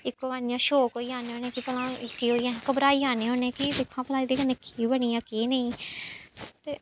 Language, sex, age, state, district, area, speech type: Dogri, female, 18-30, Jammu and Kashmir, Samba, rural, spontaneous